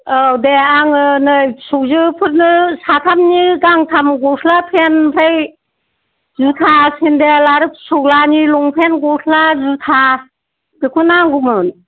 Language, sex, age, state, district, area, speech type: Bodo, female, 60+, Assam, Kokrajhar, rural, conversation